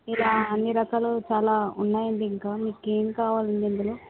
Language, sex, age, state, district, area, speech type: Telugu, female, 45-60, Andhra Pradesh, Vizianagaram, rural, conversation